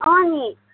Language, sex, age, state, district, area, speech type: Nepali, female, 18-30, West Bengal, Darjeeling, urban, conversation